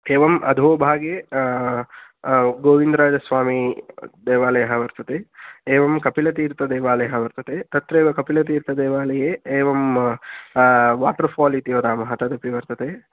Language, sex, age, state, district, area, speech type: Sanskrit, male, 18-30, Tamil Nadu, Kanchipuram, urban, conversation